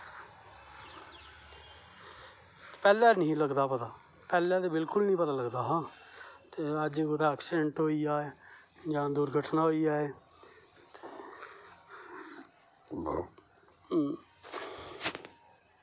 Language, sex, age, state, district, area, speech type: Dogri, male, 30-45, Jammu and Kashmir, Kathua, rural, spontaneous